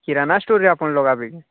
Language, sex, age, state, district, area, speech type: Odia, male, 45-60, Odisha, Nuapada, urban, conversation